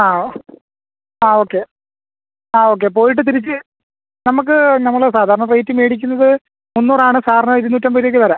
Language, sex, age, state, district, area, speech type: Malayalam, male, 30-45, Kerala, Alappuzha, rural, conversation